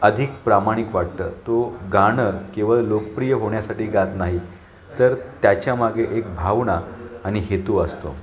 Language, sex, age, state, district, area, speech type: Marathi, male, 45-60, Maharashtra, Thane, rural, spontaneous